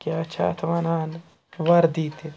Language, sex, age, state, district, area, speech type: Kashmiri, male, 60+, Jammu and Kashmir, Srinagar, urban, spontaneous